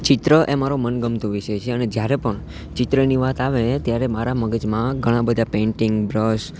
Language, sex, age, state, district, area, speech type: Gujarati, male, 18-30, Gujarat, Junagadh, urban, spontaneous